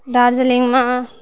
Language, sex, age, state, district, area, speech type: Maithili, female, 30-45, Bihar, Purnia, rural, spontaneous